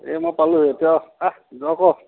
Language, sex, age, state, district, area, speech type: Assamese, male, 45-60, Assam, Lakhimpur, rural, conversation